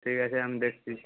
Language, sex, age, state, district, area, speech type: Bengali, male, 18-30, West Bengal, Purba Medinipur, rural, conversation